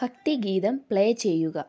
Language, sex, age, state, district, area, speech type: Malayalam, female, 30-45, Kerala, Idukki, rural, read